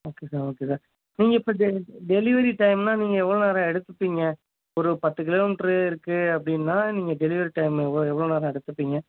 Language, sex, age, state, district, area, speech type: Tamil, male, 30-45, Tamil Nadu, Thanjavur, rural, conversation